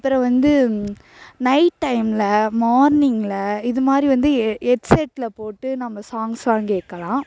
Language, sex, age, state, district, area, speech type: Tamil, female, 18-30, Tamil Nadu, Thanjavur, urban, spontaneous